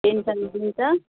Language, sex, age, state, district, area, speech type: Nepali, female, 18-30, West Bengal, Darjeeling, rural, conversation